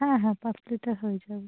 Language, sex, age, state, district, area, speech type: Bengali, female, 18-30, West Bengal, North 24 Parganas, rural, conversation